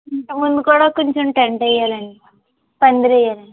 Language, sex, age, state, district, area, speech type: Telugu, female, 18-30, Andhra Pradesh, Konaseema, rural, conversation